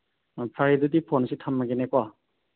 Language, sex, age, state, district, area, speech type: Manipuri, male, 30-45, Manipur, Churachandpur, rural, conversation